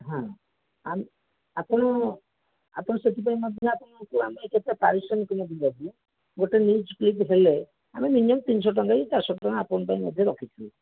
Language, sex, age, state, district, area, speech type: Odia, male, 60+, Odisha, Jajpur, rural, conversation